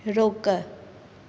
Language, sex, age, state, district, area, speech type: Sindhi, female, 30-45, Maharashtra, Thane, urban, read